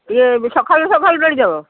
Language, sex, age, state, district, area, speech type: Odia, female, 60+, Odisha, Cuttack, urban, conversation